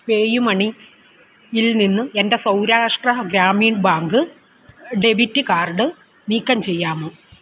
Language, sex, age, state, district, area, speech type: Malayalam, female, 60+, Kerala, Alappuzha, rural, read